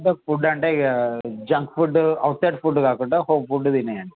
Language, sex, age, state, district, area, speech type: Telugu, male, 30-45, Telangana, Peddapalli, rural, conversation